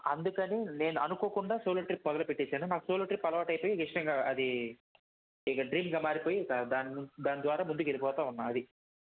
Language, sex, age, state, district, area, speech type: Telugu, male, 18-30, Andhra Pradesh, Srikakulam, urban, conversation